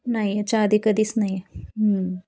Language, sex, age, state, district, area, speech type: Marathi, female, 30-45, Maharashtra, Nashik, urban, spontaneous